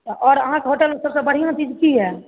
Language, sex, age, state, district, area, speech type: Maithili, female, 30-45, Bihar, Supaul, urban, conversation